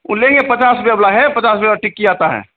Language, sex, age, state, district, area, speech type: Hindi, male, 30-45, Bihar, Begusarai, urban, conversation